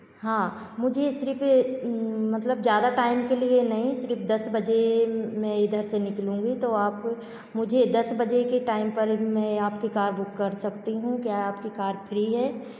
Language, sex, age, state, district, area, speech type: Hindi, female, 45-60, Madhya Pradesh, Hoshangabad, urban, spontaneous